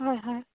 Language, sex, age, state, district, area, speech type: Assamese, female, 18-30, Assam, Jorhat, urban, conversation